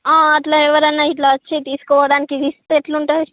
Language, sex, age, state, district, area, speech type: Telugu, female, 60+, Andhra Pradesh, Srikakulam, urban, conversation